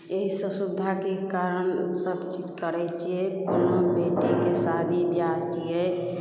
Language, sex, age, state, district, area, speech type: Maithili, female, 18-30, Bihar, Araria, rural, spontaneous